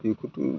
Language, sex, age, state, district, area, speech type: Bodo, male, 60+, Assam, Chirang, rural, spontaneous